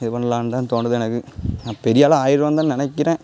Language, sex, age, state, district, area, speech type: Tamil, male, 18-30, Tamil Nadu, Thoothukudi, rural, spontaneous